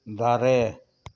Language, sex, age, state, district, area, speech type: Santali, male, 45-60, Jharkhand, Seraikela Kharsawan, rural, read